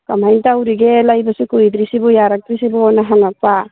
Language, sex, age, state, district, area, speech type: Manipuri, female, 45-60, Manipur, Churachandpur, rural, conversation